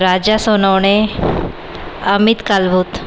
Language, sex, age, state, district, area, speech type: Marathi, female, 30-45, Maharashtra, Nagpur, urban, spontaneous